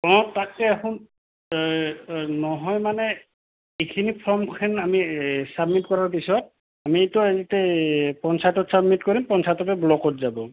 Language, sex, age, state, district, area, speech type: Assamese, male, 45-60, Assam, Goalpara, urban, conversation